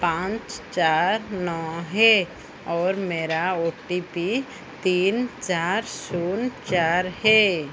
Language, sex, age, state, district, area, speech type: Hindi, female, 45-60, Madhya Pradesh, Chhindwara, rural, read